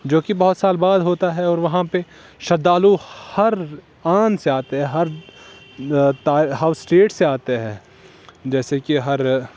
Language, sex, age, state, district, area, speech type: Urdu, male, 18-30, Jammu and Kashmir, Srinagar, urban, spontaneous